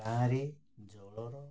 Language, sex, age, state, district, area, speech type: Odia, male, 60+, Odisha, Ganjam, urban, spontaneous